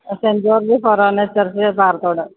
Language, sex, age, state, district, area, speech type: Malayalam, female, 30-45, Kerala, Idukki, rural, conversation